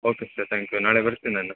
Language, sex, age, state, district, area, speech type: Kannada, male, 60+, Karnataka, Bangalore Rural, rural, conversation